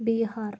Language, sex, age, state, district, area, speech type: Malayalam, female, 45-60, Kerala, Kozhikode, urban, spontaneous